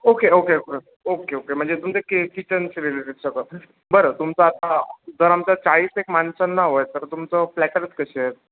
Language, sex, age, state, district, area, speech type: Marathi, male, 18-30, Maharashtra, Sindhudurg, rural, conversation